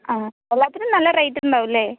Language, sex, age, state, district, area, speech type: Malayalam, female, 30-45, Kerala, Palakkad, rural, conversation